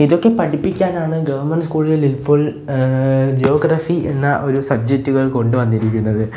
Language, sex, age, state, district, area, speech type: Malayalam, male, 18-30, Kerala, Kollam, rural, spontaneous